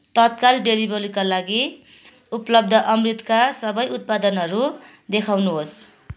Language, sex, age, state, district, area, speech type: Nepali, female, 45-60, West Bengal, Kalimpong, rural, read